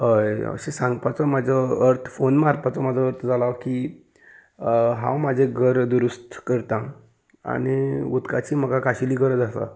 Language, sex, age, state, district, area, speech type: Goan Konkani, male, 30-45, Goa, Salcete, urban, spontaneous